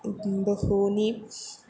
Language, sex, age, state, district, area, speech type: Sanskrit, female, 18-30, Kerala, Thrissur, urban, spontaneous